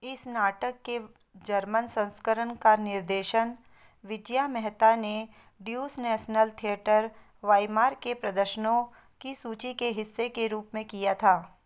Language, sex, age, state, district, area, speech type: Hindi, female, 30-45, Madhya Pradesh, Betul, urban, read